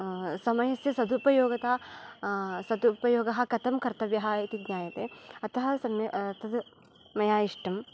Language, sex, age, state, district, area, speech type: Sanskrit, female, 18-30, Karnataka, Belgaum, rural, spontaneous